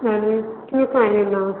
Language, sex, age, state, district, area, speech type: Marathi, female, 18-30, Maharashtra, Nagpur, urban, conversation